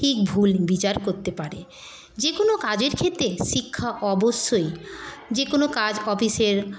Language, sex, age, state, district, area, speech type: Bengali, female, 30-45, West Bengal, Paschim Medinipur, rural, spontaneous